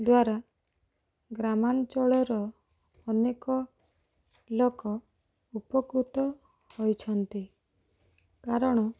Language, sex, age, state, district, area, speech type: Odia, female, 18-30, Odisha, Rayagada, rural, spontaneous